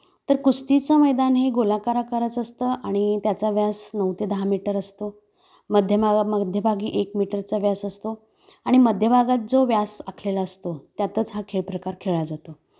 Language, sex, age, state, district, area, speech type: Marathi, female, 30-45, Maharashtra, Kolhapur, urban, spontaneous